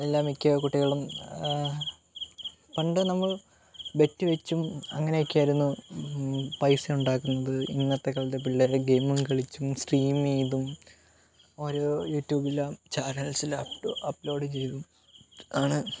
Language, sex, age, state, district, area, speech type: Malayalam, male, 18-30, Kerala, Kollam, rural, spontaneous